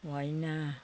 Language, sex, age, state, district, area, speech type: Nepali, female, 60+, West Bengal, Jalpaiguri, urban, read